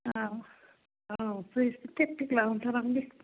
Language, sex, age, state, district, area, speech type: Manipuri, female, 45-60, Manipur, Churachandpur, urban, conversation